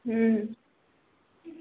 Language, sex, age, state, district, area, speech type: Maithili, female, 18-30, Bihar, Samastipur, urban, conversation